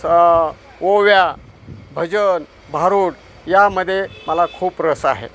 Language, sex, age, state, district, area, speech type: Marathi, male, 60+, Maharashtra, Osmanabad, rural, spontaneous